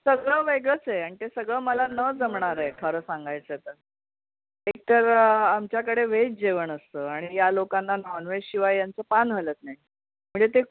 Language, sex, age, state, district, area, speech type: Marathi, female, 60+, Maharashtra, Mumbai Suburban, urban, conversation